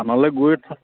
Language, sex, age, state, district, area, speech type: Assamese, male, 45-60, Assam, Lakhimpur, rural, conversation